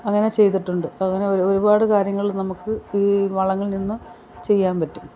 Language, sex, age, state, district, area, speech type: Malayalam, female, 45-60, Kerala, Kollam, rural, spontaneous